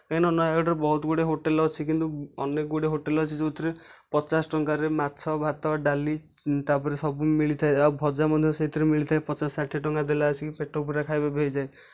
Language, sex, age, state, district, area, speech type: Odia, male, 18-30, Odisha, Nayagarh, rural, spontaneous